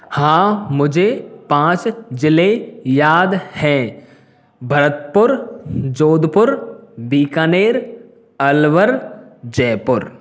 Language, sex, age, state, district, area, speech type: Hindi, male, 18-30, Rajasthan, Karauli, rural, spontaneous